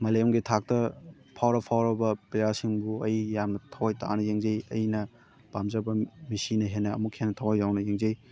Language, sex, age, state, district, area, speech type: Manipuri, male, 18-30, Manipur, Thoubal, rural, spontaneous